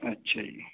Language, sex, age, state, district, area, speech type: Urdu, male, 45-60, Delhi, New Delhi, urban, conversation